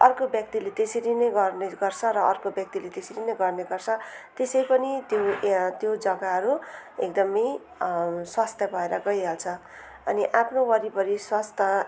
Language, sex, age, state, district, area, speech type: Nepali, female, 45-60, West Bengal, Jalpaiguri, urban, spontaneous